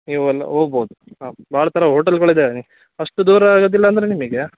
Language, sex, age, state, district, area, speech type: Kannada, male, 18-30, Karnataka, Davanagere, rural, conversation